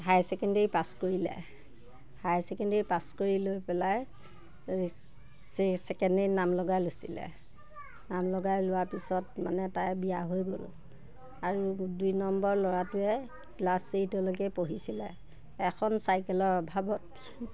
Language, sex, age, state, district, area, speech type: Assamese, female, 30-45, Assam, Nagaon, rural, spontaneous